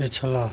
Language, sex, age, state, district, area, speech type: Hindi, male, 60+, Uttar Pradesh, Mau, rural, read